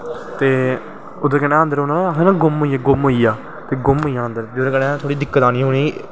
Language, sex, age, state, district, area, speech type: Dogri, male, 18-30, Jammu and Kashmir, Jammu, rural, spontaneous